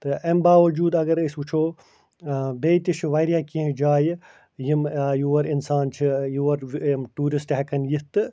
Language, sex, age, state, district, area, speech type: Kashmiri, male, 45-60, Jammu and Kashmir, Srinagar, urban, spontaneous